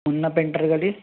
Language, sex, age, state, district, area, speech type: Hindi, male, 60+, Madhya Pradesh, Bhopal, urban, conversation